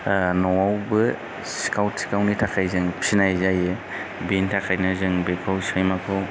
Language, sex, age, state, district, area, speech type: Bodo, male, 30-45, Assam, Kokrajhar, rural, spontaneous